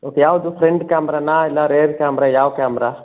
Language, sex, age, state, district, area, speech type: Kannada, male, 30-45, Karnataka, Chikkaballapur, rural, conversation